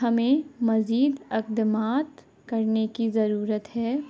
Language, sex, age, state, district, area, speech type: Urdu, female, 18-30, Bihar, Gaya, urban, spontaneous